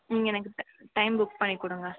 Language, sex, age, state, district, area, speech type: Tamil, female, 18-30, Tamil Nadu, Madurai, urban, conversation